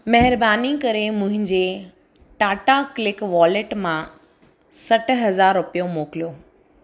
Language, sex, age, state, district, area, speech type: Sindhi, female, 18-30, Gujarat, Surat, urban, read